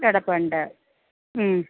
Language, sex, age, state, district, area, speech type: Malayalam, female, 30-45, Kerala, Pathanamthitta, rural, conversation